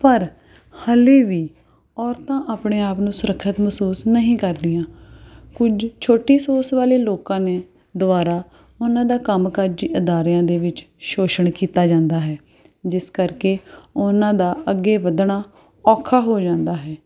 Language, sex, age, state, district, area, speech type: Punjabi, female, 30-45, Punjab, Tarn Taran, urban, spontaneous